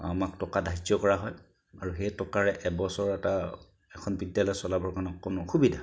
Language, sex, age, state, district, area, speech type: Assamese, male, 45-60, Assam, Charaideo, urban, spontaneous